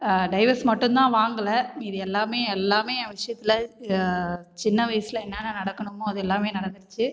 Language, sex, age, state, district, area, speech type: Tamil, female, 45-60, Tamil Nadu, Cuddalore, rural, spontaneous